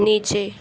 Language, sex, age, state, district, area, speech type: Hindi, female, 18-30, Madhya Pradesh, Harda, rural, read